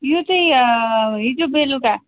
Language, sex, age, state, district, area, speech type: Nepali, female, 30-45, West Bengal, Darjeeling, rural, conversation